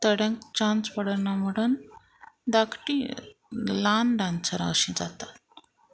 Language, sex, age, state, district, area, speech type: Goan Konkani, female, 30-45, Goa, Murmgao, rural, spontaneous